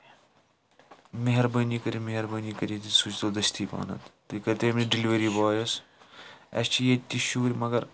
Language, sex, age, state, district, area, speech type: Kashmiri, male, 18-30, Jammu and Kashmir, Srinagar, urban, spontaneous